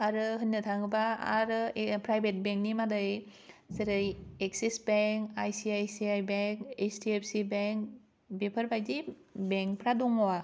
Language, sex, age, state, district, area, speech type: Bodo, female, 18-30, Assam, Kokrajhar, rural, spontaneous